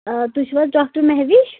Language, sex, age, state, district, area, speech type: Kashmiri, female, 18-30, Jammu and Kashmir, Kulgam, rural, conversation